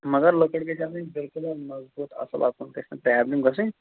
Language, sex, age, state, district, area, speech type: Kashmiri, male, 30-45, Jammu and Kashmir, Shopian, rural, conversation